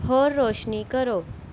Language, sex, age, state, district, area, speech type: Punjabi, female, 18-30, Punjab, Mohali, urban, read